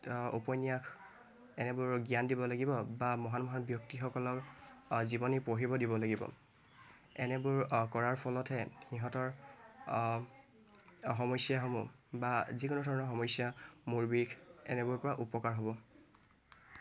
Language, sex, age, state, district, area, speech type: Assamese, male, 18-30, Assam, Tinsukia, urban, spontaneous